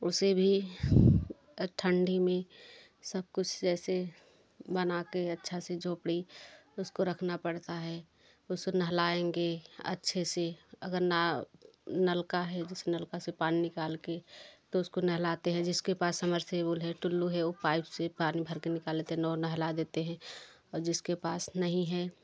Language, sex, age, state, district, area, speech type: Hindi, female, 30-45, Uttar Pradesh, Jaunpur, rural, spontaneous